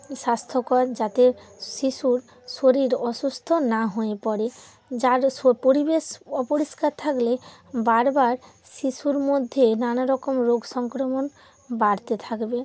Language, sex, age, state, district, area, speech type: Bengali, female, 30-45, West Bengal, Hooghly, urban, spontaneous